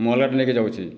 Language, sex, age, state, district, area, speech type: Odia, male, 60+, Odisha, Boudh, rural, spontaneous